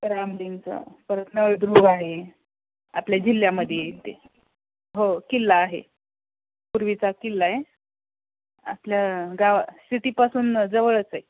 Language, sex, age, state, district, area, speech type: Marathi, female, 30-45, Maharashtra, Osmanabad, rural, conversation